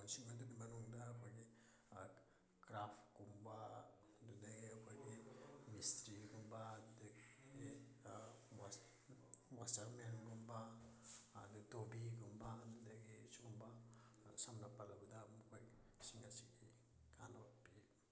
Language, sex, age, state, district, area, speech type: Manipuri, male, 30-45, Manipur, Thoubal, rural, spontaneous